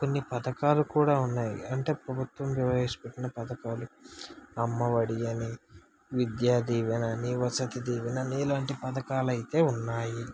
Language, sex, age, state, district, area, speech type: Telugu, male, 18-30, Andhra Pradesh, Srikakulam, rural, spontaneous